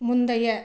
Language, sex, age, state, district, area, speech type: Tamil, female, 45-60, Tamil Nadu, Viluppuram, rural, read